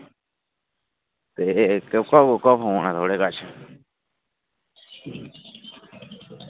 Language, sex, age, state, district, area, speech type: Dogri, male, 30-45, Jammu and Kashmir, Reasi, rural, conversation